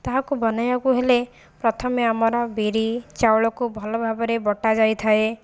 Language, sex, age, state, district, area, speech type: Odia, female, 45-60, Odisha, Jajpur, rural, spontaneous